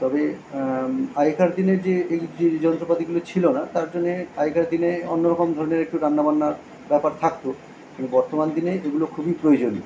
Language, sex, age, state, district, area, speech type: Bengali, male, 45-60, West Bengal, Kolkata, urban, spontaneous